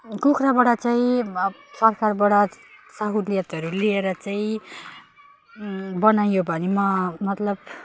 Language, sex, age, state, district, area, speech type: Nepali, female, 30-45, West Bengal, Jalpaiguri, rural, spontaneous